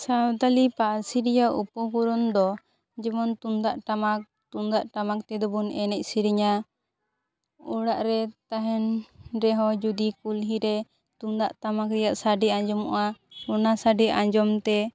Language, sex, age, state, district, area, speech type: Santali, female, 18-30, West Bengal, Purba Bardhaman, rural, spontaneous